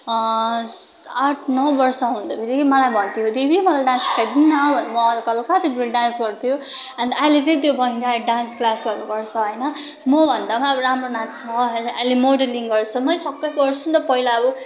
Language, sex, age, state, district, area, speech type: Nepali, female, 18-30, West Bengal, Darjeeling, rural, spontaneous